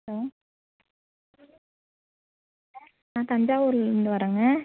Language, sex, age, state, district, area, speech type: Tamil, female, 30-45, Tamil Nadu, Coimbatore, rural, conversation